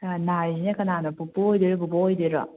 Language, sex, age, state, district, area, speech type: Manipuri, female, 30-45, Manipur, Kangpokpi, urban, conversation